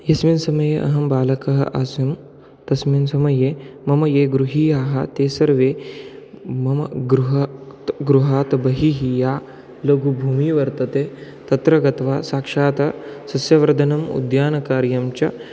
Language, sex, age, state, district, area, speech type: Sanskrit, male, 18-30, Maharashtra, Satara, rural, spontaneous